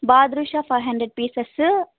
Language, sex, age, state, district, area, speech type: Telugu, female, 18-30, Andhra Pradesh, Nellore, rural, conversation